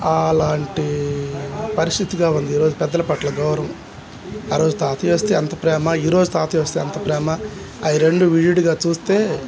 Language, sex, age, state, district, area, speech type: Telugu, male, 60+, Andhra Pradesh, Guntur, urban, spontaneous